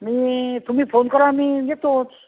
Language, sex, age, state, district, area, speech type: Marathi, male, 60+, Maharashtra, Akola, urban, conversation